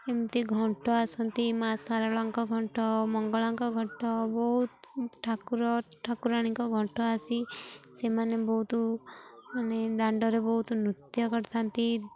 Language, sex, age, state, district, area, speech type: Odia, female, 18-30, Odisha, Jagatsinghpur, rural, spontaneous